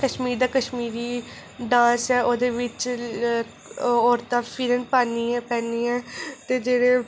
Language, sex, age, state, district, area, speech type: Dogri, female, 18-30, Jammu and Kashmir, Reasi, urban, spontaneous